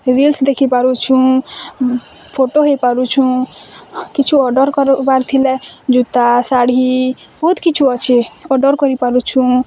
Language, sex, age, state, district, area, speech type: Odia, female, 18-30, Odisha, Bargarh, rural, spontaneous